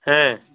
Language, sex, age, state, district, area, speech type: Hindi, male, 45-60, Uttar Pradesh, Ghazipur, rural, conversation